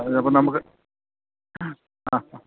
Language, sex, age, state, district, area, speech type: Malayalam, male, 45-60, Kerala, Kottayam, rural, conversation